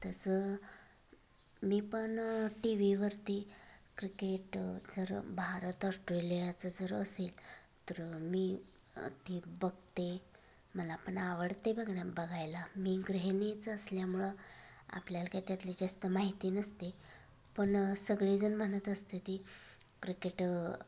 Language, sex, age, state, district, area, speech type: Marathi, female, 30-45, Maharashtra, Sangli, rural, spontaneous